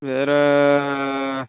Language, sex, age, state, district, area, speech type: Tamil, male, 30-45, Tamil Nadu, Tiruvarur, rural, conversation